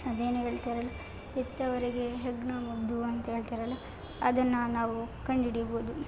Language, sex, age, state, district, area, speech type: Kannada, female, 18-30, Karnataka, Chitradurga, rural, spontaneous